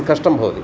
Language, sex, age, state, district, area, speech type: Sanskrit, male, 45-60, Kerala, Kottayam, rural, spontaneous